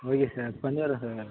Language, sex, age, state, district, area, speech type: Tamil, male, 18-30, Tamil Nadu, Kallakurichi, rural, conversation